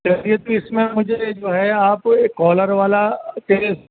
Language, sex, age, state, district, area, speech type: Urdu, male, 45-60, Uttar Pradesh, Rampur, urban, conversation